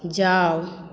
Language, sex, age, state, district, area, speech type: Maithili, female, 18-30, Bihar, Madhubani, rural, read